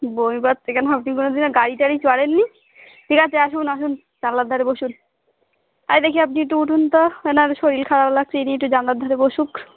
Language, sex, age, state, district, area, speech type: Bengali, female, 45-60, West Bengal, Darjeeling, urban, conversation